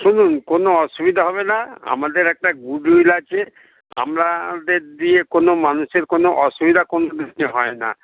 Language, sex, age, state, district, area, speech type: Bengali, male, 60+, West Bengal, Dakshin Dinajpur, rural, conversation